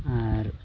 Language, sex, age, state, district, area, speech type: Santali, male, 18-30, Jharkhand, Pakur, rural, spontaneous